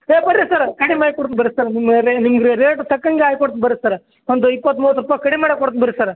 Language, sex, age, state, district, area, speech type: Kannada, male, 18-30, Karnataka, Bellary, urban, conversation